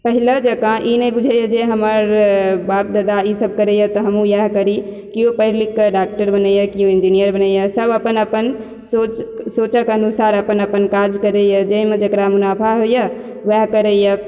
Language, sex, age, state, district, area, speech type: Maithili, female, 18-30, Bihar, Supaul, rural, spontaneous